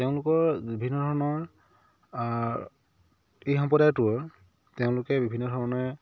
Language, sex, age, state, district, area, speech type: Assamese, male, 30-45, Assam, Dhemaji, rural, spontaneous